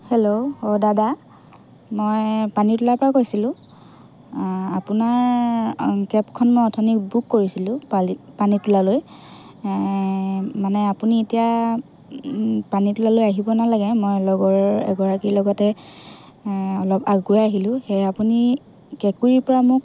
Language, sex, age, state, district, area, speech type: Assamese, female, 45-60, Assam, Dhemaji, rural, spontaneous